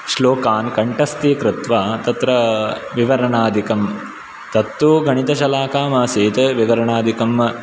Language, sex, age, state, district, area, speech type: Sanskrit, male, 18-30, Karnataka, Uttara Kannada, urban, spontaneous